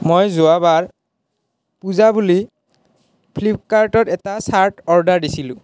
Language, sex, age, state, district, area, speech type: Assamese, male, 18-30, Assam, Nalbari, rural, spontaneous